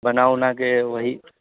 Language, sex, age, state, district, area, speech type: Urdu, male, 30-45, Bihar, Supaul, urban, conversation